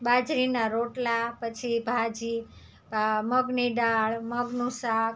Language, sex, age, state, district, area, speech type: Gujarati, female, 30-45, Gujarat, Surat, rural, spontaneous